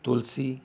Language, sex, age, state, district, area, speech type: Punjabi, male, 45-60, Punjab, Rupnagar, rural, spontaneous